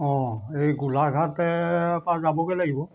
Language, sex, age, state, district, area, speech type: Assamese, male, 45-60, Assam, Jorhat, urban, spontaneous